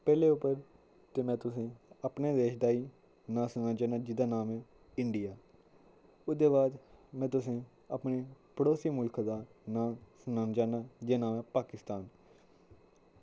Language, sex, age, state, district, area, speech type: Dogri, male, 18-30, Jammu and Kashmir, Kathua, rural, spontaneous